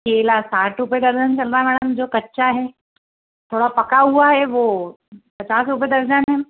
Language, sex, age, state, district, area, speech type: Hindi, female, 30-45, Madhya Pradesh, Bhopal, urban, conversation